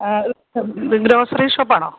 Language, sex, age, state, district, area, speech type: Malayalam, female, 60+, Kerala, Alappuzha, rural, conversation